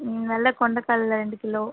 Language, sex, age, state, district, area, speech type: Tamil, female, 45-60, Tamil Nadu, Cuddalore, rural, conversation